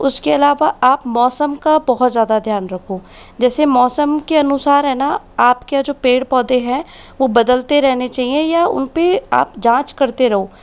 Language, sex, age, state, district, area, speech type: Hindi, female, 60+, Rajasthan, Jaipur, urban, spontaneous